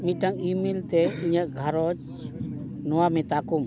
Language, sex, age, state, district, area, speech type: Santali, male, 45-60, West Bengal, Dakshin Dinajpur, rural, read